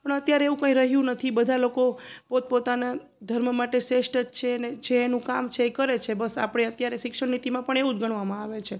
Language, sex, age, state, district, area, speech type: Gujarati, female, 30-45, Gujarat, Junagadh, urban, spontaneous